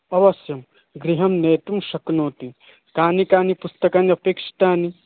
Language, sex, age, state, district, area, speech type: Sanskrit, male, 18-30, Odisha, Puri, rural, conversation